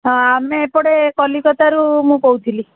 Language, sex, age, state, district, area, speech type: Odia, female, 45-60, Odisha, Sundergarh, urban, conversation